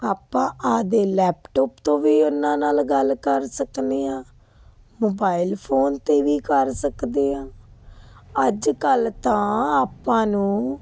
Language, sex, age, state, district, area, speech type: Punjabi, female, 30-45, Punjab, Fazilka, rural, spontaneous